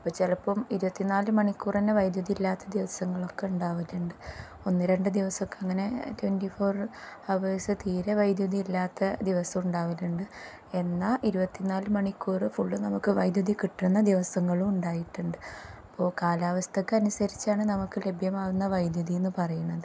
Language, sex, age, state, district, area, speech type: Malayalam, female, 30-45, Kerala, Kozhikode, rural, spontaneous